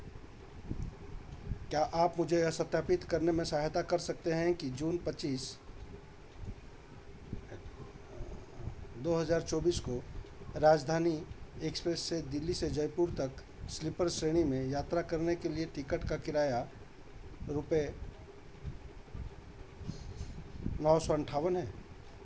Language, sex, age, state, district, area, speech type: Hindi, male, 45-60, Madhya Pradesh, Chhindwara, rural, read